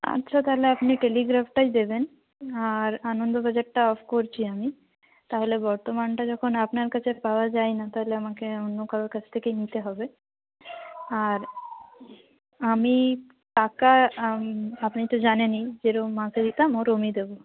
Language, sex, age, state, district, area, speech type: Bengali, female, 30-45, West Bengal, North 24 Parganas, rural, conversation